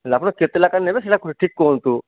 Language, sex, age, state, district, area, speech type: Odia, male, 45-60, Odisha, Malkangiri, urban, conversation